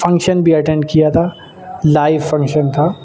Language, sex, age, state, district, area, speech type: Urdu, male, 18-30, Uttar Pradesh, Shahjahanpur, urban, spontaneous